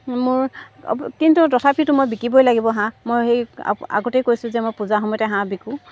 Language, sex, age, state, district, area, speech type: Assamese, female, 45-60, Assam, Dibrugarh, rural, spontaneous